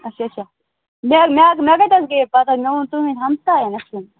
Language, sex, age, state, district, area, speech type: Kashmiri, female, 30-45, Jammu and Kashmir, Bandipora, rural, conversation